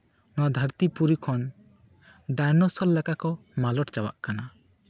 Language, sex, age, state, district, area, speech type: Santali, male, 18-30, West Bengal, Bankura, rural, spontaneous